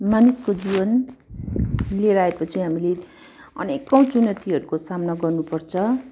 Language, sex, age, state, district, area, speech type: Nepali, female, 45-60, West Bengal, Darjeeling, rural, spontaneous